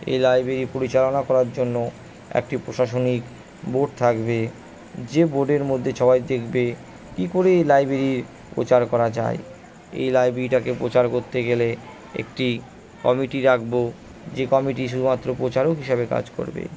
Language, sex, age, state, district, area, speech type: Bengali, female, 30-45, West Bengal, Purba Bardhaman, urban, spontaneous